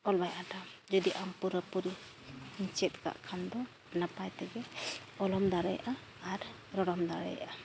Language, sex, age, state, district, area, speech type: Santali, female, 30-45, Jharkhand, East Singhbhum, rural, spontaneous